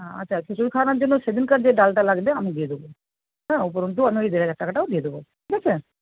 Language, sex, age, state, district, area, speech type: Bengali, female, 60+, West Bengal, Jhargram, rural, conversation